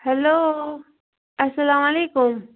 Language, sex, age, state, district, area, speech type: Kashmiri, female, 30-45, Jammu and Kashmir, Bandipora, rural, conversation